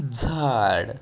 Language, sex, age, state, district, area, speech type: Marathi, male, 18-30, Maharashtra, Gadchiroli, rural, read